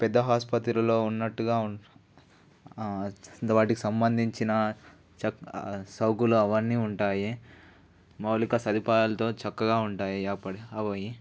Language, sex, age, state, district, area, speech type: Telugu, male, 18-30, Telangana, Nalgonda, rural, spontaneous